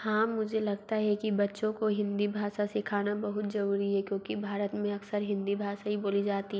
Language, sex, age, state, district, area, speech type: Hindi, female, 45-60, Madhya Pradesh, Bhopal, urban, spontaneous